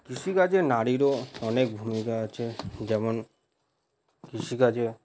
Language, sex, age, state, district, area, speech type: Bengali, male, 45-60, West Bengal, Paschim Bardhaman, urban, spontaneous